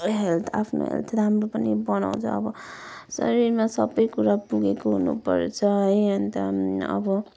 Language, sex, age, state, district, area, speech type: Nepali, male, 60+, West Bengal, Kalimpong, rural, spontaneous